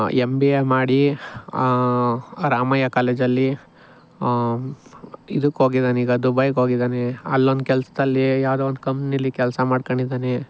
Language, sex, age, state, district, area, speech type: Kannada, male, 18-30, Karnataka, Chikkaballapur, rural, spontaneous